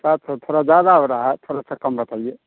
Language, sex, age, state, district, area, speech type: Hindi, male, 60+, Bihar, Samastipur, urban, conversation